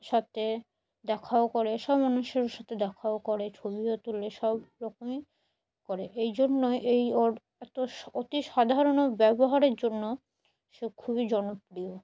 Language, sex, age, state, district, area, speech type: Bengali, female, 18-30, West Bengal, Murshidabad, urban, spontaneous